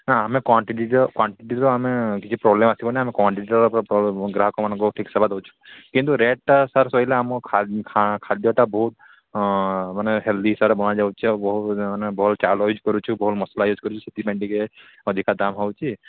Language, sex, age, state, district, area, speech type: Odia, male, 30-45, Odisha, Sambalpur, rural, conversation